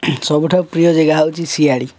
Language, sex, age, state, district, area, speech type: Odia, male, 18-30, Odisha, Jagatsinghpur, urban, spontaneous